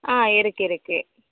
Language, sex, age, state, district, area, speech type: Tamil, female, 18-30, Tamil Nadu, Dharmapuri, rural, conversation